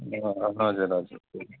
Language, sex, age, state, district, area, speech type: Nepali, male, 30-45, West Bengal, Alipurduar, urban, conversation